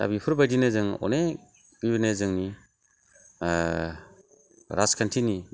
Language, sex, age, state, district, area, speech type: Bodo, male, 45-60, Assam, Chirang, urban, spontaneous